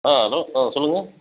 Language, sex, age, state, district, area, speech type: Tamil, male, 30-45, Tamil Nadu, Ariyalur, rural, conversation